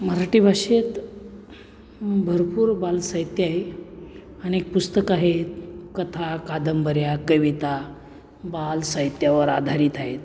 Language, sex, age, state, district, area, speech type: Marathi, male, 45-60, Maharashtra, Nashik, urban, spontaneous